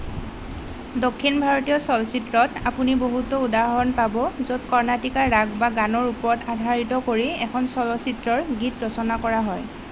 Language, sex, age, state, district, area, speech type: Assamese, female, 18-30, Assam, Nalbari, rural, read